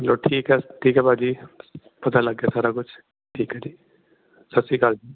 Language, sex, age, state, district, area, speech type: Punjabi, male, 30-45, Punjab, Jalandhar, urban, conversation